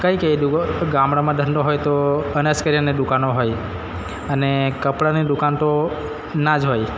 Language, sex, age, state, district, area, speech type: Gujarati, male, 30-45, Gujarat, Narmada, rural, spontaneous